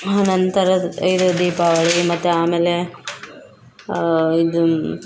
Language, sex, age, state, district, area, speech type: Kannada, female, 30-45, Karnataka, Bellary, rural, spontaneous